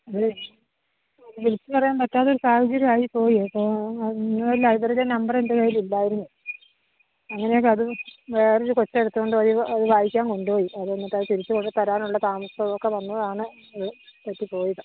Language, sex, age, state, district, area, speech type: Malayalam, female, 30-45, Kerala, Idukki, rural, conversation